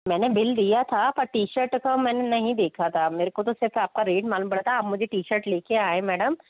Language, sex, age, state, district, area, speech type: Hindi, female, 60+, Rajasthan, Jaipur, urban, conversation